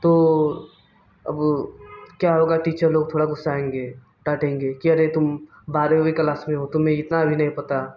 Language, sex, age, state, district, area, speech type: Hindi, male, 18-30, Uttar Pradesh, Mirzapur, urban, spontaneous